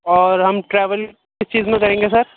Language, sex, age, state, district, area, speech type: Urdu, male, 18-30, Delhi, Central Delhi, urban, conversation